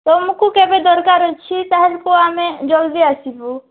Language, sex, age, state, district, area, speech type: Odia, female, 45-60, Odisha, Nabarangpur, rural, conversation